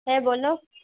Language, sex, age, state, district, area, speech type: Bengali, female, 18-30, West Bengal, Purulia, urban, conversation